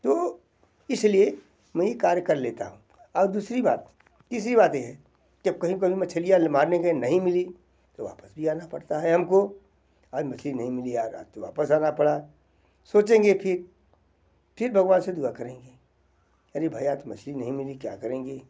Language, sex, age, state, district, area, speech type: Hindi, male, 60+, Uttar Pradesh, Bhadohi, rural, spontaneous